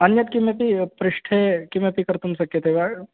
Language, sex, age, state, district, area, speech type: Sanskrit, male, 18-30, Bihar, East Champaran, urban, conversation